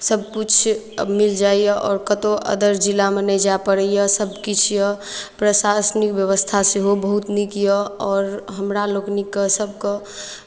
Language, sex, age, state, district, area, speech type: Maithili, female, 18-30, Bihar, Darbhanga, rural, spontaneous